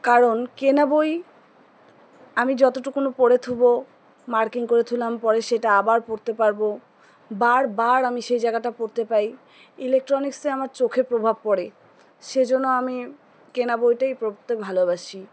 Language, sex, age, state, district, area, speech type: Bengali, female, 30-45, West Bengal, Alipurduar, rural, spontaneous